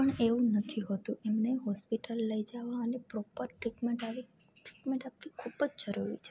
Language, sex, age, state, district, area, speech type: Gujarati, female, 18-30, Gujarat, Junagadh, rural, spontaneous